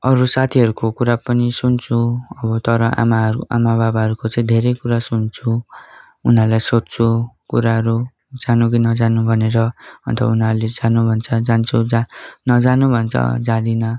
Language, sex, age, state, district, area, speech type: Nepali, male, 18-30, West Bengal, Darjeeling, rural, spontaneous